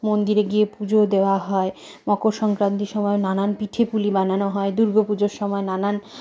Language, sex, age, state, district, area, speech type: Bengali, female, 60+, West Bengal, Purulia, rural, spontaneous